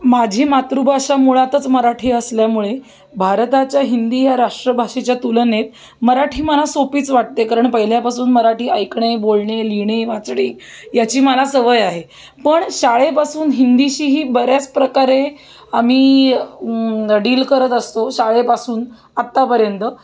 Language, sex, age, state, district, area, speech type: Marathi, female, 30-45, Maharashtra, Pune, urban, spontaneous